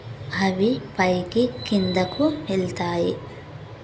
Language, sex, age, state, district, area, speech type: Telugu, female, 18-30, Telangana, Nagarkurnool, rural, read